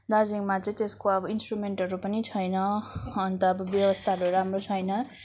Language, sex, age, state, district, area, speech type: Nepali, female, 18-30, West Bengal, Darjeeling, rural, spontaneous